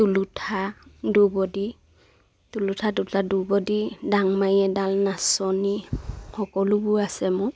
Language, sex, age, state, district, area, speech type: Assamese, female, 30-45, Assam, Sivasagar, rural, spontaneous